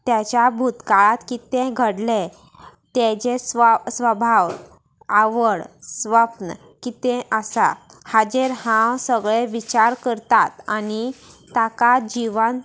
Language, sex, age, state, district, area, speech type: Goan Konkani, female, 18-30, Goa, Sanguem, rural, spontaneous